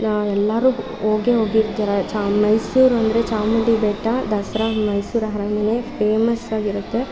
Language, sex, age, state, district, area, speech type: Kannada, female, 18-30, Karnataka, Mandya, rural, spontaneous